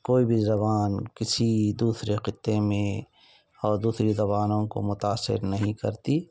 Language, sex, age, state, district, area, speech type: Urdu, male, 18-30, Telangana, Hyderabad, urban, spontaneous